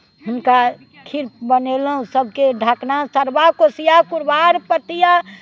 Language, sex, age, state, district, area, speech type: Maithili, female, 60+, Bihar, Muzaffarpur, rural, spontaneous